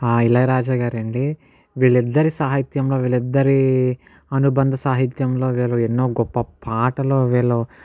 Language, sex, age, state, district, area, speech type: Telugu, male, 60+, Andhra Pradesh, Kakinada, urban, spontaneous